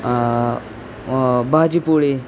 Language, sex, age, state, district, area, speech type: Marathi, male, 18-30, Maharashtra, Osmanabad, rural, spontaneous